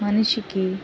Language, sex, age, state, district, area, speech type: Telugu, female, 30-45, Andhra Pradesh, Guntur, rural, spontaneous